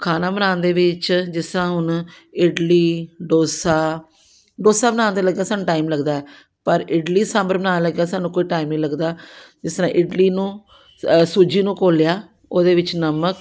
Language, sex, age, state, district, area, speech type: Punjabi, female, 60+, Punjab, Amritsar, urban, spontaneous